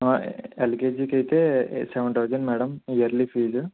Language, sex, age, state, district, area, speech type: Telugu, male, 45-60, Andhra Pradesh, Kakinada, urban, conversation